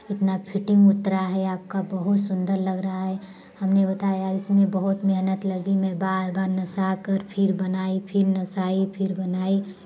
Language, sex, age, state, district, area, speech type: Hindi, female, 18-30, Uttar Pradesh, Prayagraj, rural, spontaneous